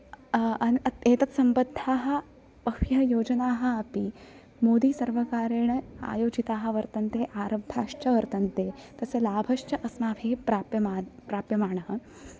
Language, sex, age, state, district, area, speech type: Sanskrit, female, 18-30, Maharashtra, Thane, urban, spontaneous